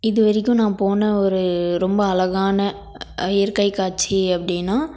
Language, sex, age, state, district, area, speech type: Tamil, female, 18-30, Tamil Nadu, Tiruppur, rural, spontaneous